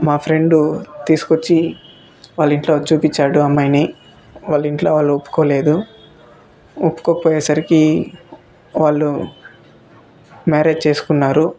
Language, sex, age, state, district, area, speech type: Telugu, male, 18-30, Andhra Pradesh, Sri Balaji, rural, spontaneous